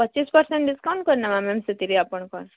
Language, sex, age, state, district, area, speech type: Odia, female, 18-30, Odisha, Bargarh, urban, conversation